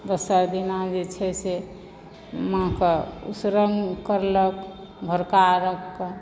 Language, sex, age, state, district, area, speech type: Maithili, female, 60+, Bihar, Supaul, urban, spontaneous